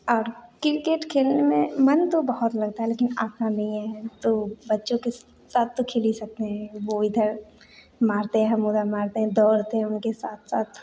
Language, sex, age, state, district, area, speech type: Hindi, female, 18-30, Bihar, Begusarai, rural, spontaneous